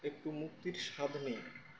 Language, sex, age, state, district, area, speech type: Bengali, male, 18-30, West Bengal, Uttar Dinajpur, urban, spontaneous